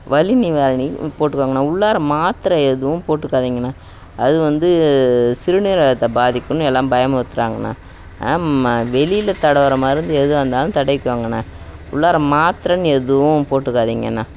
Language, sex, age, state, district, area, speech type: Tamil, female, 60+, Tamil Nadu, Kallakurichi, rural, spontaneous